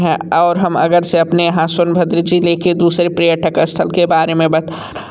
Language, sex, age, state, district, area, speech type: Hindi, male, 18-30, Uttar Pradesh, Sonbhadra, rural, spontaneous